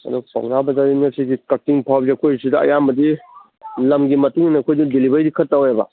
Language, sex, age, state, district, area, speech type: Manipuri, male, 45-60, Manipur, Kangpokpi, urban, conversation